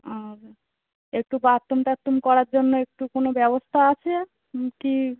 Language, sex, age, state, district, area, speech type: Bengali, female, 30-45, West Bengal, Darjeeling, urban, conversation